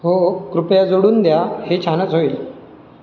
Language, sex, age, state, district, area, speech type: Marathi, male, 18-30, Maharashtra, Sindhudurg, rural, read